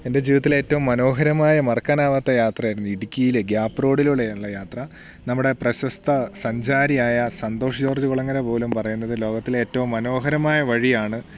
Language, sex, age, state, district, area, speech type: Malayalam, male, 18-30, Kerala, Idukki, rural, spontaneous